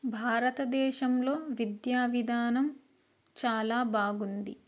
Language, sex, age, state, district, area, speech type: Telugu, female, 18-30, Andhra Pradesh, Krishna, urban, spontaneous